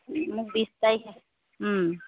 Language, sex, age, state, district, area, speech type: Assamese, female, 30-45, Assam, Dhemaji, rural, conversation